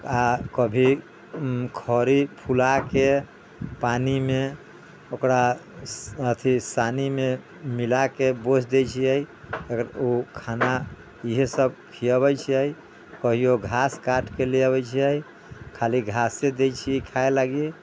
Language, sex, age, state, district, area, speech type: Maithili, male, 60+, Bihar, Sitamarhi, rural, spontaneous